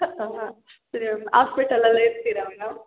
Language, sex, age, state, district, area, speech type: Kannada, female, 18-30, Karnataka, Hassan, rural, conversation